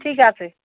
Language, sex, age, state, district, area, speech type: Bengali, female, 30-45, West Bengal, Howrah, urban, conversation